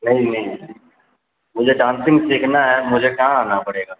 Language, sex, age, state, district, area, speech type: Urdu, male, 18-30, Bihar, Darbhanga, rural, conversation